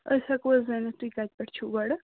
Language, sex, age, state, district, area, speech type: Kashmiri, male, 45-60, Jammu and Kashmir, Srinagar, urban, conversation